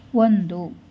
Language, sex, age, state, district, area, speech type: Kannada, female, 18-30, Karnataka, Tumkur, rural, read